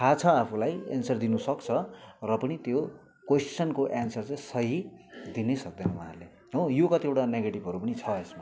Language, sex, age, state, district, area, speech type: Nepali, male, 30-45, West Bengal, Kalimpong, rural, spontaneous